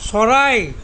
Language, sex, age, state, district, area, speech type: Assamese, male, 60+, Assam, Kamrup Metropolitan, urban, read